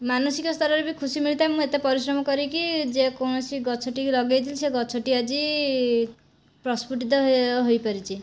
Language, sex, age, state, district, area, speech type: Odia, female, 18-30, Odisha, Jajpur, rural, spontaneous